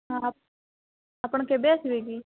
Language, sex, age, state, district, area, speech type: Odia, female, 18-30, Odisha, Rayagada, rural, conversation